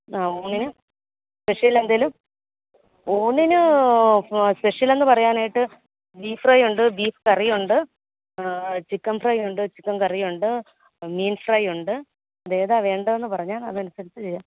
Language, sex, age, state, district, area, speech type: Malayalam, female, 45-60, Kerala, Pathanamthitta, rural, conversation